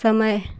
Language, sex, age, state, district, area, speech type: Hindi, female, 18-30, Uttar Pradesh, Chandauli, urban, read